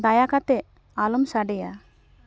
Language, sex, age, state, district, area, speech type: Santali, female, 30-45, West Bengal, Jhargram, rural, read